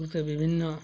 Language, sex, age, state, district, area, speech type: Odia, male, 18-30, Odisha, Mayurbhanj, rural, spontaneous